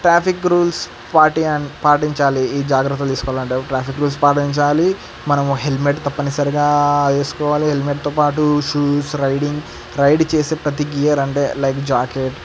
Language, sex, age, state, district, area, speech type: Telugu, male, 18-30, Andhra Pradesh, Sri Satya Sai, urban, spontaneous